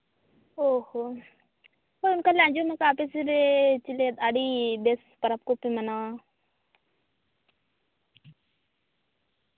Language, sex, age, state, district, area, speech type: Santali, female, 18-30, Jharkhand, Seraikela Kharsawan, rural, conversation